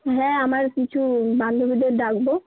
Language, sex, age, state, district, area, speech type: Bengali, female, 18-30, West Bengal, South 24 Parganas, rural, conversation